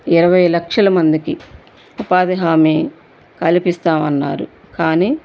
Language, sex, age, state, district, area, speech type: Telugu, female, 45-60, Andhra Pradesh, Bapatla, urban, spontaneous